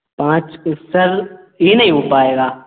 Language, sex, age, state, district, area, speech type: Hindi, male, 18-30, Madhya Pradesh, Gwalior, rural, conversation